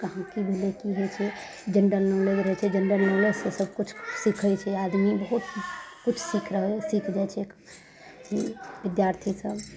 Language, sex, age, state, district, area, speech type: Maithili, female, 18-30, Bihar, Araria, urban, spontaneous